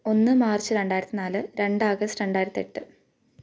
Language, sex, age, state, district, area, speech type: Malayalam, female, 18-30, Kerala, Idukki, rural, spontaneous